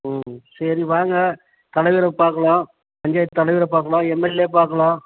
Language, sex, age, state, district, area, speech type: Tamil, male, 45-60, Tamil Nadu, Krishnagiri, rural, conversation